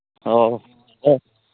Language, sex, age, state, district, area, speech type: Manipuri, male, 18-30, Manipur, Churachandpur, rural, conversation